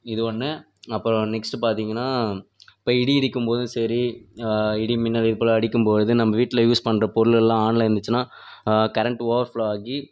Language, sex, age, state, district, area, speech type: Tamil, male, 30-45, Tamil Nadu, Viluppuram, urban, spontaneous